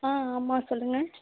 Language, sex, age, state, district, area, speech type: Tamil, female, 18-30, Tamil Nadu, Thanjavur, rural, conversation